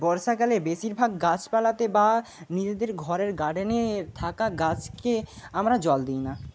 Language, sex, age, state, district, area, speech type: Bengali, male, 60+, West Bengal, Jhargram, rural, spontaneous